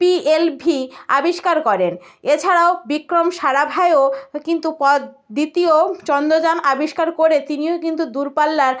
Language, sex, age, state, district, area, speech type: Bengali, female, 30-45, West Bengal, North 24 Parganas, rural, spontaneous